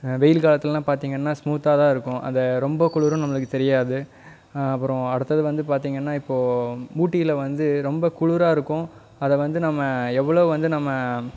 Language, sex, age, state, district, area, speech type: Tamil, male, 18-30, Tamil Nadu, Coimbatore, rural, spontaneous